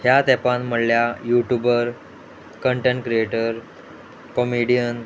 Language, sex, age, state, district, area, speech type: Goan Konkani, male, 18-30, Goa, Murmgao, rural, spontaneous